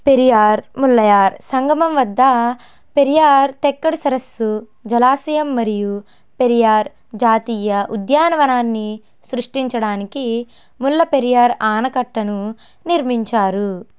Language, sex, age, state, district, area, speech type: Telugu, female, 18-30, Andhra Pradesh, N T Rama Rao, urban, read